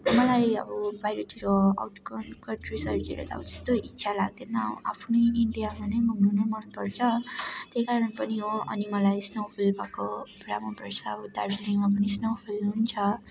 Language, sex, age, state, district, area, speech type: Nepali, female, 18-30, West Bengal, Darjeeling, rural, spontaneous